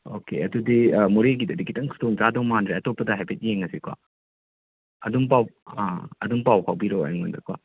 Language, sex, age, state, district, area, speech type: Manipuri, male, 45-60, Manipur, Imphal West, urban, conversation